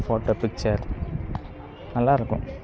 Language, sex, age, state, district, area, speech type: Tamil, male, 18-30, Tamil Nadu, Kallakurichi, rural, spontaneous